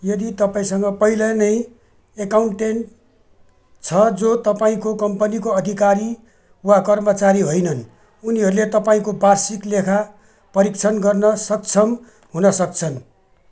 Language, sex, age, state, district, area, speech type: Nepali, male, 60+, West Bengal, Jalpaiguri, rural, read